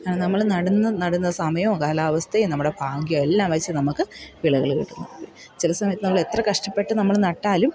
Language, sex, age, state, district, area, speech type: Malayalam, female, 30-45, Kerala, Idukki, rural, spontaneous